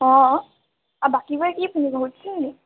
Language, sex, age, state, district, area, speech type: Assamese, female, 18-30, Assam, Sivasagar, rural, conversation